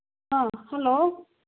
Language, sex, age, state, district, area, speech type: Manipuri, female, 18-30, Manipur, Kangpokpi, urban, conversation